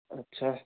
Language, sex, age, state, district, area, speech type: Hindi, male, 45-60, Rajasthan, Jodhpur, urban, conversation